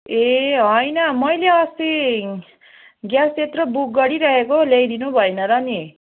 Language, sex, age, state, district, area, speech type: Nepali, female, 30-45, West Bengal, Kalimpong, rural, conversation